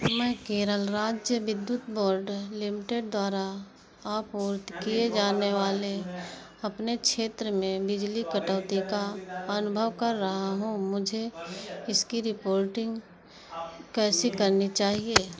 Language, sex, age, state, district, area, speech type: Hindi, female, 45-60, Uttar Pradesh, Ayodhya, rural, read